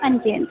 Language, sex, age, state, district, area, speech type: Dogri, female, 18-30, Jammu and Kashmir, Udhampur, rural, conversation